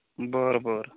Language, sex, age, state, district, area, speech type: Marathi, male, 30-45, Maharashtra, Amravati, urban, conversation